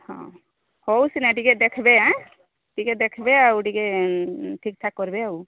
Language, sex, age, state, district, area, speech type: Odia, female, 45-60, Odisha, Sambalpur, rural, conversation